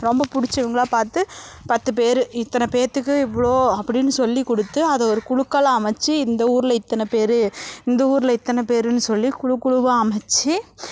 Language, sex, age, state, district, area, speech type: Tamil, female, 18-30, Tamil Nadu, Namakkal, rural, spontaneous